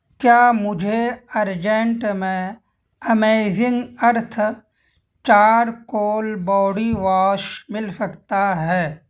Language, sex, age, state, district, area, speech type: Urdu, male, 18-30, Bihar, Purnia, rural, read